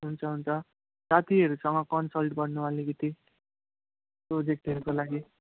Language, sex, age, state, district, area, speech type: Nepali, male, 18-30, West Bengal, Jalpaiguri, rural, conversation